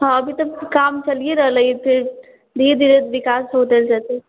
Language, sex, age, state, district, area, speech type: Maithili, female, 45-60, Bihar, Sitamarhi, urban, conversation